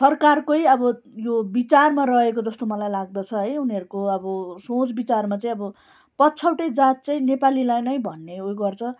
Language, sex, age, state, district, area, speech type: Nepali, female, 30-45, West Bengal, Darjeeling, rural, spontaneous